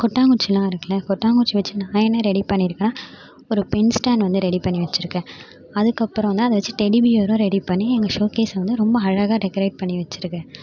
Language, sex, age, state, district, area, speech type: Tamil, female, 30-45, Tamil Nadu, Mayiladuthurai, rural, spontaneous